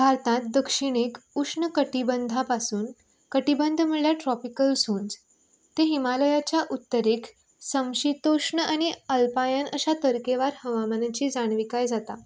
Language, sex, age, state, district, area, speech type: Goan Konkani, female, 18-30, Goa, Canacona, rural, spontaneous